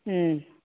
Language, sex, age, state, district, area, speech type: Assamese, female, 60+, Assam, Morigaon, rural, conversation